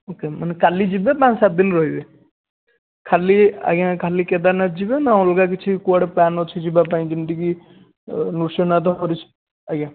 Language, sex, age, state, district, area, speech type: Odia, male, 18-30, Odisha, Dhenkanal, rural, conversation